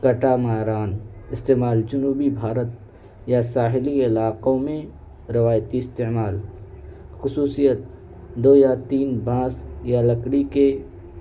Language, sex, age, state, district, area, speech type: Urdu, male, 18-30, Uttar Pradesh, Balrampur, rural, spontaneous